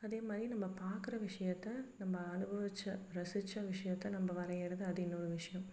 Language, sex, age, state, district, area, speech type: Tamil, female, 30-45, Tamil Nadu, Salem, urban, spontaneous